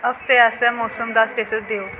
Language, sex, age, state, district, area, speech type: Dogri, female, 18-30, Jammu and Kashmir, Kathua, rural, read